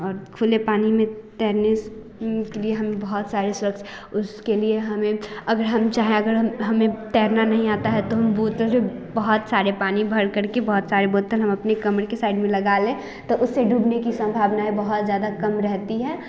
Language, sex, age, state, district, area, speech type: Hindi, female, 18-30, Bihar, Samastipur, rural, spontaneous